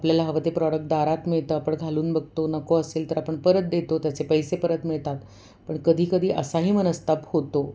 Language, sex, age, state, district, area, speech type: Marathi, female, 45-60, Maharashtra, Pune, urban, spontaneous